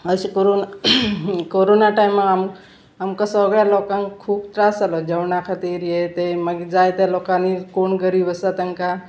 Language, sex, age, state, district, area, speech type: Goan Konkani, female, 45-60, Goa, Salcete, rural, spontaneous